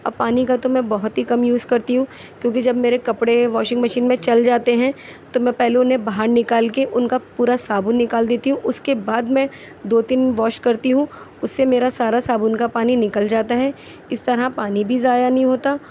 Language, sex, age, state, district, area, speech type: Urdu, female, 30-45, Delhi, Central Delhi, urban, spontaneous